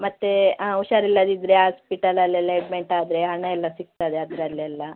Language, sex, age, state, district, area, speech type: Kannada, female, 45-60, Karnataka, Udupi, rural, conversation